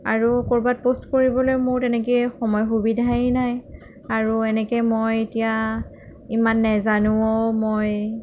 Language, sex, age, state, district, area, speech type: Assamese, female, 45-60, Assam, Sonitpur, rural, spontaneous